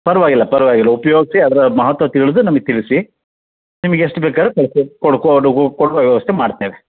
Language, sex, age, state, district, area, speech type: Kannada, male, 45-60, Karnataka, Shimoga, rural, conversation